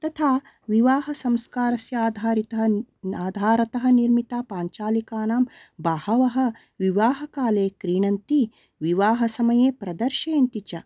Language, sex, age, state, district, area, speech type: Sanskrit, female, 45-60, Karnataka, Mysore, urban, spontaneous